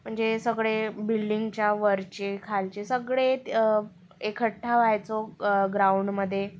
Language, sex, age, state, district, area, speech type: Marathi, female, 18-30, Maharashtra, Nagpur, urban, spontaneous